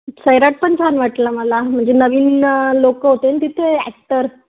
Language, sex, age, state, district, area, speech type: Marathi, female, 18-30, Maharashtra, Wardha, rural, conversation